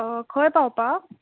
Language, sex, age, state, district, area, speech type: Goan Konkani, female, 18-30, Goa, Bardez, urban, conversation